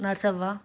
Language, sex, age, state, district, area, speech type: Telugu, female, 18-30, Telangana, Nirmal, rural, spontaneous